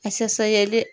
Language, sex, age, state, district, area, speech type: Kashmiri, female, 18-30, Jammu and Kashmir, Bandipora, rural, spontaneous